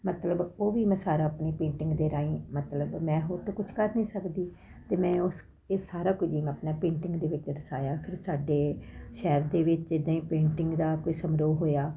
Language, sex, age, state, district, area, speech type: Punjabi, female, 45-60, Punjab, Ludhiana, urban, spontaneous